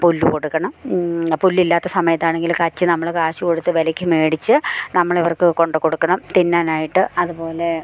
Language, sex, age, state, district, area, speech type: Malayalam, female, 45-60, Kerala, Idukki, rural, spontaneous